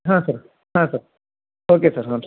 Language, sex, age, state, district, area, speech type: Kannada, male, 30-45, Karnataka, Gadag, rural, conversation